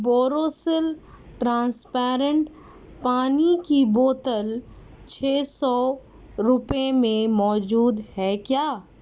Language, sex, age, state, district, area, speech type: Urdu, female, 30-45, Delhi, South Delhi, rural, read